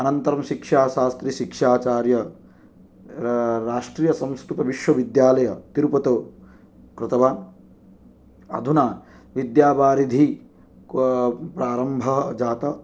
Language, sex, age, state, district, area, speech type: Sanskrit, male, 18-30, Odisha, Jagatsinghpur, urban, spontaneous